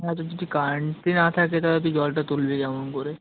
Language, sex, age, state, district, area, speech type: Bengali, male, 18-30, West Bengal, Kolkata, urban, conversation